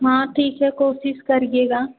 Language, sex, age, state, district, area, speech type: Hindi, female, 18-30, Uttar Pradesh, Jaunpur, urban, conversation